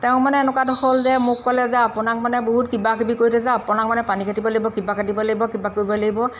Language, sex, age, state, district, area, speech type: Assamese, female, 45-60, Assam, Golaghat, urban, spontaneous